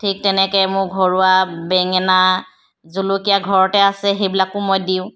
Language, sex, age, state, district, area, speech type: Assamese, female, 60+, Assam, Charaideo, urban, spontaneous